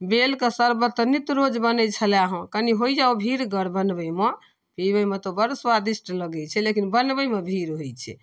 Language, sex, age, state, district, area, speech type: Maithili, female, 45-60, Bihar, Darbhanga, urban, spontaneous